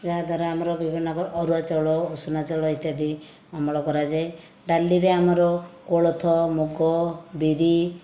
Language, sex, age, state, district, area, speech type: Odia, female, 60+, Odisha, Khordha, rural, spontaneous